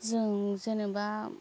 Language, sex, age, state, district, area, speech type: Bodo, female, 18-30, Assam, Baksa, rural, spontaneous